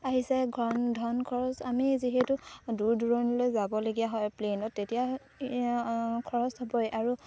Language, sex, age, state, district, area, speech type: Assamese, female, 18-30, Assam, Sivasagar, rural, spontaneous